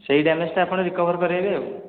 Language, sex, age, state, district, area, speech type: Odia, male, 18-30, Odisha, Dhenkanal, rural, conversation